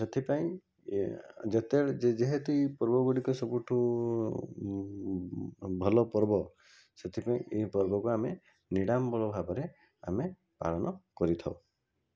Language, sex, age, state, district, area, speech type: Odia, male, 45-60, Odisha, Bhadrak, rural, spontaneous